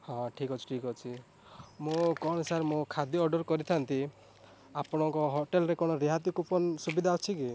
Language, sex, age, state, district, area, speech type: Odia, male, 18-30, Odisha, Rayagada, rural, spontaneous